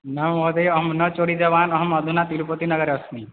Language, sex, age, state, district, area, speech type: Sanskrit, male, 18-30, Odisha, Balangir, rural, conversation